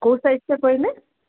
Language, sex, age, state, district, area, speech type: Odia, female, 60+, Odisha, Gajapati, rural, conversation